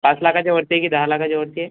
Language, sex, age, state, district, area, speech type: Marathi, male, 18-30, Maharashtra, Akola, rural, conversation